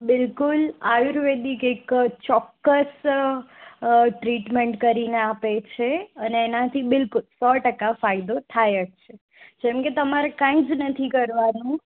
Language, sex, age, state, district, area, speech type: Gujarati, female, 18-30, Gujarat, Morbi, urban, conversation